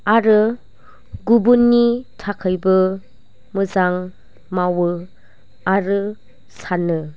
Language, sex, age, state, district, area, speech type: Bodo, female, 45-60, Assam, Chirang, rural, spontaneous